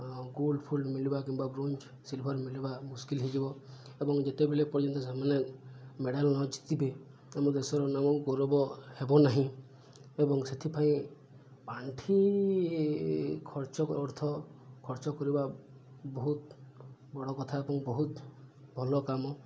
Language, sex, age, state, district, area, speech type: Odia, male, 18-30, Odisha, Subarnapur, urban, spontaneous